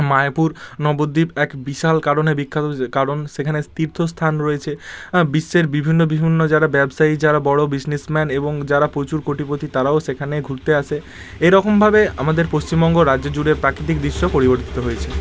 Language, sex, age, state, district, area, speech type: Bengali, male, 45-60, West Bengal, Bankura, urban, spontaneous